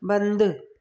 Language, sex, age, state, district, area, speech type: Sindhi, female, 30-45, Gujarat, Surat, urban, read